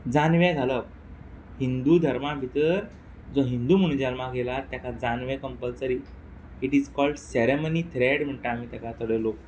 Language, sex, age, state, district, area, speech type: Goan Konkani, male, 30-45, Goa, Quepem, rural, spontaneous